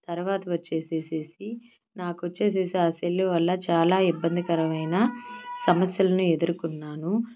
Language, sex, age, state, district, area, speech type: Telugu, female, 30-45, Andhra Pradesh, Nellore, urban, spontaneous